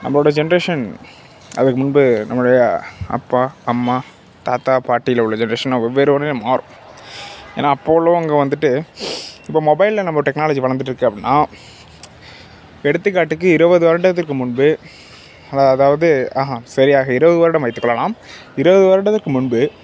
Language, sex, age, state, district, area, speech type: Tamil, male, 45-60, Tamil Nadu, Tiruvarur, urban, spontaneous